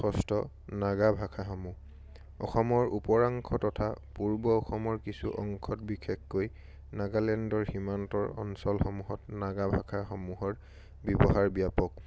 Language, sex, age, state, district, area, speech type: Assamese, male, 18-30, Assam, Charaideo, urban, spontaneous